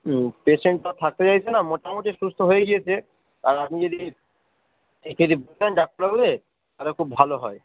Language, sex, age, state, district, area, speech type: Bengali, male, 45-60, West Bengal, Hooghly, rural, conversation